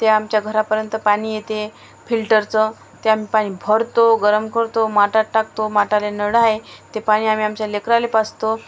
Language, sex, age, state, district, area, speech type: Marathi, female, 30-45, Maharashtra, Washim, urban, spontaneous